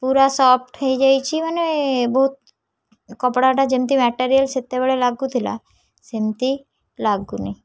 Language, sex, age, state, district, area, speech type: Odia, female, 30-45, Odisha, Kendrapara, urban, spontaneous